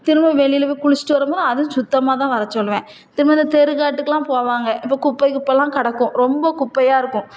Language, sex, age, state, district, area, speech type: Tamil, female, 30-45, Tamil Nadu, Thoothukudi, urban, spontaneous